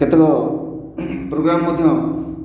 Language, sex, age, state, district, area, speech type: Odia, male, 60+, Odisha, Khordha, rural, spontaneous